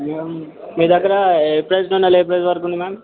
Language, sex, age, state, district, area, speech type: Telugu, male, 18-30, Telangana, Sangareddy, urban, conversation